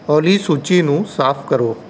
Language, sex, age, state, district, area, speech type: Punjabi, male, 45-60, Punjab, Rupnagar, rural, read